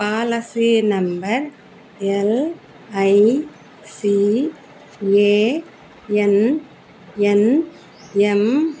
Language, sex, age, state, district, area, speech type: Telugu, female, 60+, Andhra Pradesh, Annamaya, urban, spontaneous